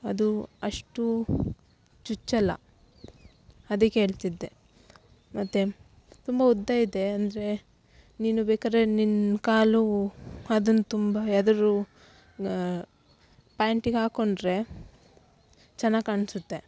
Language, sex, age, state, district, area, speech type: Kannada, female, 30-45, Karnataka, Udupi, rural, spontaneous